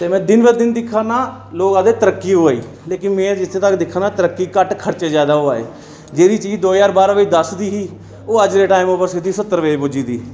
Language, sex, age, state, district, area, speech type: Dogri, male, 30-45, Jammu and Kashmir, Reasi, urban, spontaneous